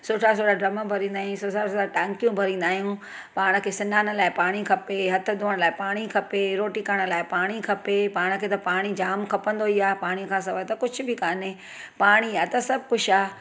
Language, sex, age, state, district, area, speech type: Sindhi, female, 45-60, Gujarat, Surat, urban, spontaneous